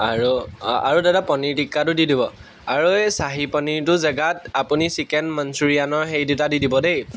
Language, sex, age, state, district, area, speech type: Assamese, male, 18-30, Assam, Jorhat, urban, spontaneous